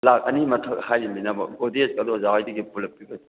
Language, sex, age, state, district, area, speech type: Manipuri, male, 60+, Manipur, Thoubal, rural, conversation